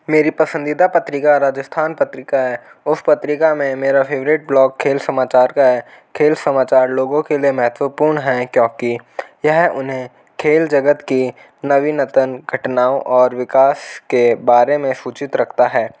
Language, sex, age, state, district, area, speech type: Hindi, male, 18-30, Rajasthan, Jaipur, urban, spontaneous